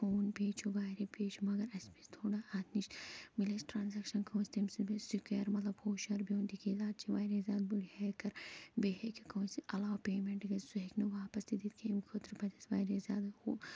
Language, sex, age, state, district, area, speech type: Kashmiri, female, 45-60, Jammu and Kashmir, Kulgam, rural, spontaneous